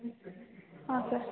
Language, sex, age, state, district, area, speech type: Kannada, female, 18-30, Karnataka, Chikkaballapur, rural, conversation